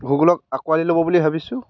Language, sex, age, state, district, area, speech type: Assamese, male, 18-30, Assam, Majuli, urban, spontaneous